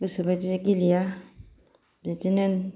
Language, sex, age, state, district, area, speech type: Bodo, female, 45-60, Assam, Kokrajhar, urban, spontaneous